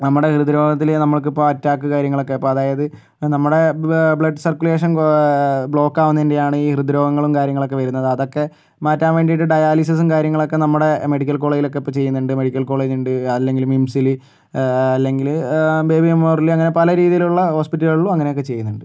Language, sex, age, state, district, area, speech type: Malayalam, male, 60+, Kerala, Kozhikode, urban, spontaneous